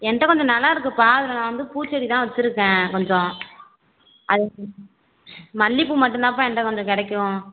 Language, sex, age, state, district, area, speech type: Tamil, female, 18-30, Tamil Nadu, Ariyalur, rural, conversation